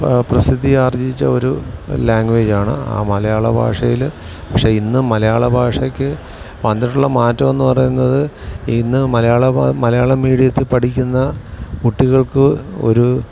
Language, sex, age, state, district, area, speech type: Malayalam, male, 60+, Kerala, Alappuzha, rural, spontaneous